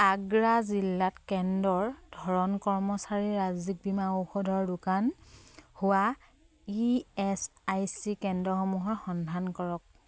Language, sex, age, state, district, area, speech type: Assamese, female, 30-45, Assam, Sivasagar, rural, read